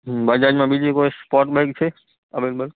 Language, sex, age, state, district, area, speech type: Gujarati, male, 30-45, Gujarat, Kutch, urban, conversation